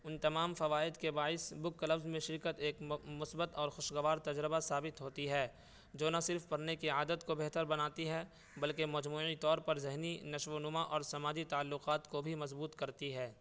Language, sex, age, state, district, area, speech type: Urdu, male, 18-30, Uttar Pradesh, Saharanpur, urban, spontaneous